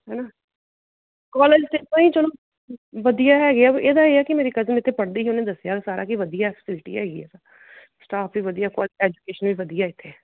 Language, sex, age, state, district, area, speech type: Punjabi, female, 30-45, Punjab, Gurdaspur, rural, conversation